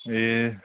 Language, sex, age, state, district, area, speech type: Nepali, male, 18-30, West Bengal, Kalimpong, rural, conversation